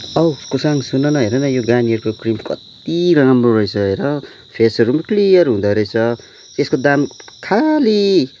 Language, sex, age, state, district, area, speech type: Nepali, male, 30-45, West Bengal, Kalimpong, rural, spontaneous